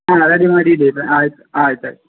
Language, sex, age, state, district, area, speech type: Kannada, male, 18-30, Karnataka, Chitradurga, rural, conversation